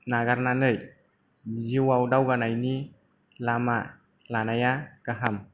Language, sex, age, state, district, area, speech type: Bodo, male, 18-30, Assam, Kokrajhar, rural, spontaneous